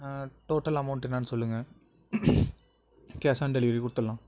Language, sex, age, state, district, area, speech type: Tamil, male, 18-30, Tamil Nadu, Nagapattinam, rural, spontaneous